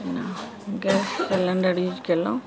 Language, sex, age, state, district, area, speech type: Maithili, female, 60+, Bihar, Sitamarhi, rural, spontaneous